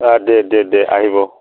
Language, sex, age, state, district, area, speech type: Assamese, male, 60+, Assam, Udalguri, rural, conversation